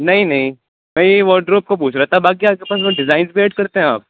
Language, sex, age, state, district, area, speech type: Urdu, male, 18-30, Uttar Pradesh, Rampur, urban, conversation